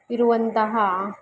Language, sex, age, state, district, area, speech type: Kannada, female, 18-30, Karnataka, Kolar, rural, spontaneous